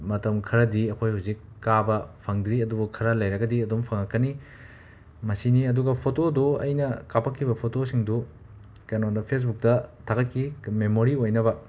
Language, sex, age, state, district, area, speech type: Manipuri, male, 30-45, Manipur, Imphal West, urban, spontaneous